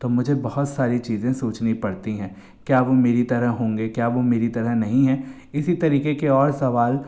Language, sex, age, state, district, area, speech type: Hindi, male, 18-30, Madhya Pradesh, Bhopal, urban, spontaneous